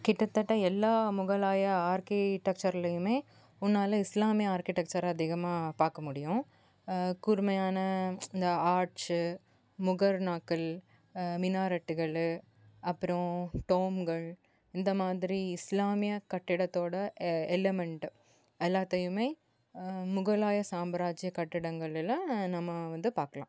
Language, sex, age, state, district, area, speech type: Tamil, female, 18-30, Tamil Nadu, Kanyakumari, urban, read